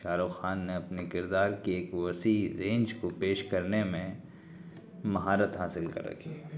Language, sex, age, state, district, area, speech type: Urdu, male, 30-45, Delhi, South Delhi, rural, spontaneous